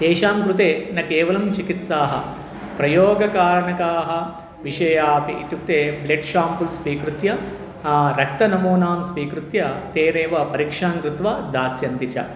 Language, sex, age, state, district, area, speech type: Sanskrit, male, 30-45, Telangana, Medchal, urban, spontaneous